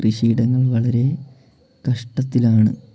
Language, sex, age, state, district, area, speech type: Malayalam, male, 18-30, Kerala, Wayanad, rural, spontaneous